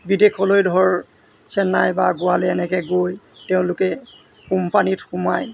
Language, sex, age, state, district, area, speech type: Assamese, male, 60+, Assam, Golaghat, rural, spontaneous